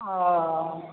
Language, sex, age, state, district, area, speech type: Maithili, female, 60+, Bihar, Supaul, rural, conversation